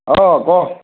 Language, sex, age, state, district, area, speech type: Assamese, male, 30-45, Assam, Nagaon, rural, conversation